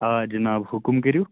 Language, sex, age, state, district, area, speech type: Kashmiri, male, 30-45, Jammu and Kashmir, Kulgam, rural, conversation